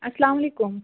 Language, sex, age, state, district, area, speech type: Kashmiri, female, 18-30, Jammu and Kashmir, Pulwama, rural, conversation